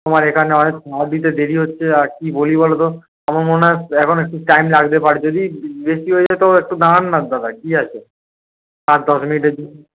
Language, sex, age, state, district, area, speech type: Bengali, male, 18-30, West Bengal, Darjeeling, rural, conversation